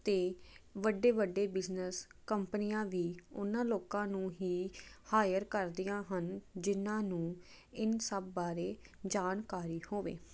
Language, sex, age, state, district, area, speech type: Punjabi, female, 18-30, Punjab, Jalandhar, urban, spontaneous